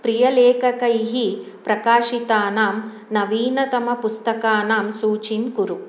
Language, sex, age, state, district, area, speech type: Sanskrit, female, 45-60, Karnataka, Shimoga, urban, read